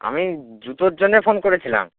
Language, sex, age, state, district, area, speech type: Bengali, male, 18-30, West Bengal, Howrah, urban, conversation